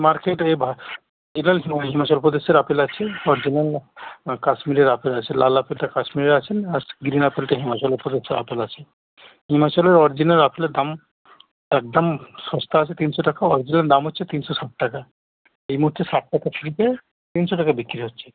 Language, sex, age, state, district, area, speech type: Bengali, male, 45-60, West Bengal, Howrah, urban, conversation